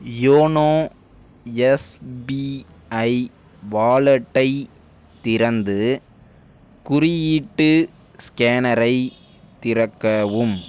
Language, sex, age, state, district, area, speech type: Tamil, male, 60+, Tamil Nadu, Mayiladuthurai, rural, read